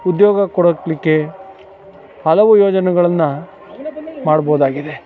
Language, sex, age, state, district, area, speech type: Kannada, male, 45-60, Karnataka, Chikkamagaluru, rural, spontaneous